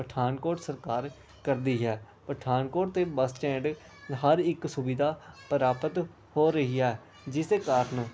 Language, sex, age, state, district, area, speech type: Punjabi, male, 18-30, Punjab, Pathankot, rural, spontaneous